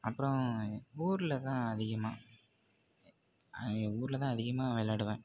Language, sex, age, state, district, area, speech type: Tamil, male, 30-45, Tamil Nadu, Mayiladuthurai, urban, spontaneous